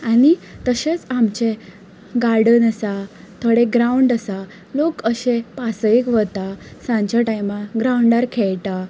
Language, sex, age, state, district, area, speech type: Goan Konkani, female, 18-30, Goa, Ponda, rural, spontaneous